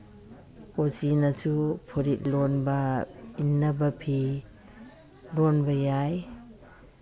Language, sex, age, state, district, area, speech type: Manipuri, female, 60+, Manipur, Imphal East, rural, spontaneous